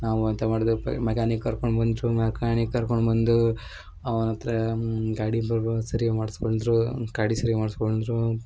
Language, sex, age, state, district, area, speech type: Kannada, male, 18-30, Karnataka, Uttara Kannada, rural, spontaneous